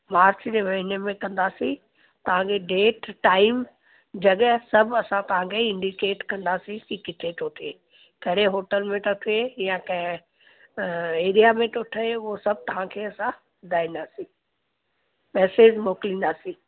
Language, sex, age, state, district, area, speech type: Sindhi, female, 60+, Delhi, South Delhi, rural, conversation